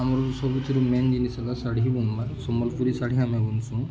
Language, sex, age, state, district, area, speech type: Odia, male, 18-30, Odisha, Balangir, urban, spontaneous